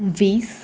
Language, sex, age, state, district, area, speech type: Gujarati, female, 18-30, Gujarat, Anand, urban, spontaneous